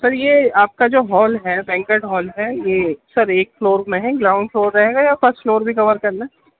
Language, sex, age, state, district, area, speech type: Urdu, male, 30-45, Uttar Pradesh, Gautam Buddha Nagar, urban, conversation